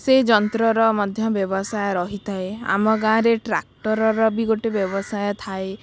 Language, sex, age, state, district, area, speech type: Odia, female, 18-30, Odisha, Bhadrak, rural, spontaneous